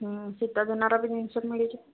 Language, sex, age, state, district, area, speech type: Odia, female, 45-60, Odisha, Sambalpur, rural, conversation